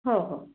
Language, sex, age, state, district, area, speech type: Marathi, female, 30-45, Maharashtra, Yavatmal, rural, conversation